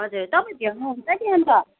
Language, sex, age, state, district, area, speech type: Nepali, female, 45-60, West Bengal, Kalimpong, rural, conversation